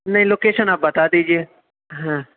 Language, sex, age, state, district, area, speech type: Urdu, male, 30-45, Uttar Pradesh, Lucknow, urban, conversation